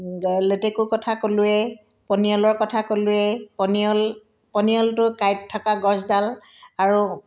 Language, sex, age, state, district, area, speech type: Assamese, female, 60+, Assam, Udalguri, rural, spontaneous